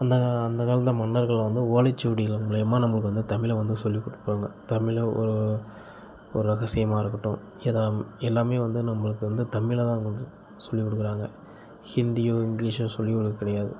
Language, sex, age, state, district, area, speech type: Tamil, male, 30-45, Tamil Nadu, Kallakurichi, urban, spontaneous